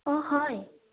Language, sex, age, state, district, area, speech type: Assamese, female, 18-30, Assam, Udalguri, rural, conversation